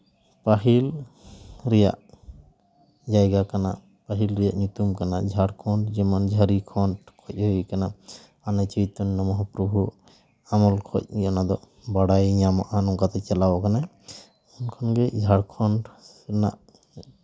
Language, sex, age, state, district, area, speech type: Santali, male, 30-45, West Bengal, Jhargram, rural, spontaneous